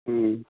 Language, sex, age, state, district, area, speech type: Maithili, male, 45-60, Bihar, Darbhanga, rural, conversation